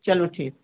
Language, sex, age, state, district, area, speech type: Hindi, female, 60+, Uttar Pradesh, Mau, rural, conversation